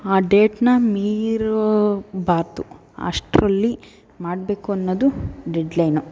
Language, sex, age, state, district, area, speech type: Kannada, female, 18-30, Karnataka, Tumkur, urban, spontaneous